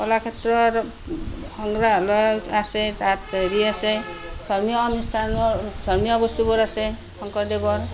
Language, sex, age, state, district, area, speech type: Assamese, female, 45-60, Assam, Kamrup Metropolitan, urban, spontaneous